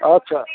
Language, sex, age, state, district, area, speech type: Maithili, male, 60+, Bihar, Muzaffarpur, rural, conversation